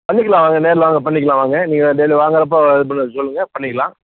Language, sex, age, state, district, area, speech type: Tamil, male, 45-60, Tamil Nadu, Namakkal, rural, conversation